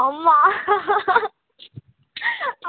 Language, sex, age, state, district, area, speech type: Telugu, female, 18-30, Telangana, Ranga Reddy, urban, conversation